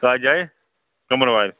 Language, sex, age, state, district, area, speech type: Kashmiri, male, 30-45, Jammu and Kashmir, Srinagar, urban, conversation